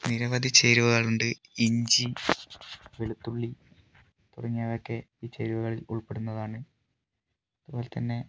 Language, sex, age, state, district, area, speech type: Malayalam, male, 30-45, Kerala, Wayanad, rural, spontaneous